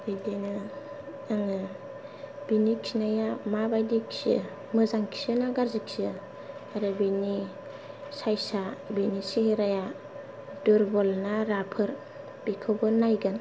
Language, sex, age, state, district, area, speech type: Bodo, female, 18-30, Assam, Kokrajhar, rural, spontaneous